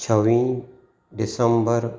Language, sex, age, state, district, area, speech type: Sindhi, male, 45-60, Maharashtra, Thane, urban, spontaneous